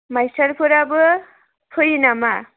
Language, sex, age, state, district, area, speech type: Bodo, female, 18-30, Assam, Chirang, rural, conversation